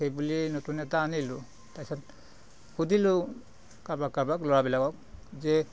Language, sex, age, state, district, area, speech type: Assamese, male, 45-60, Assam, Biswanath, rural, spontaneous